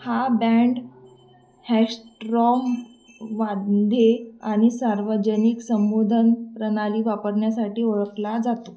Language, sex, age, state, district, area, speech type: Marathi, female, 18-30, Maharashtra, Thane, urban, read